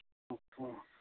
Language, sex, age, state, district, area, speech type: Hindi, male, 30-45, Uttar Pradesh, Prayagraj, urban, conversation